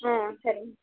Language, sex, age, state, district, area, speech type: Kannada, female, 18-30, Karnataka, Chitradurga, rural, conversation